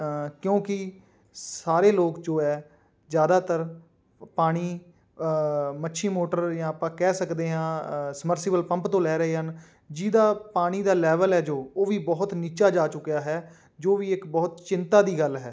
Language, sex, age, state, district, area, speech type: Punjabi, male, 18-30, Punjab, Fazilka, urban, spontaneous